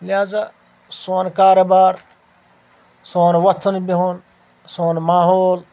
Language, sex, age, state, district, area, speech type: Kashmiri, male, 60+, Jammu and Kashmir, Anantnag, rural, spontaneous